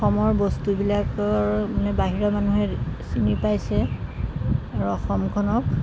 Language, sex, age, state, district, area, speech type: Assamese, female, 45-60, Assam, Jorhat, urban, spontaneous